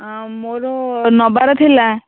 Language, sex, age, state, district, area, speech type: Odia, female, 18-30, Odisha, Bhadrak, rural, conversation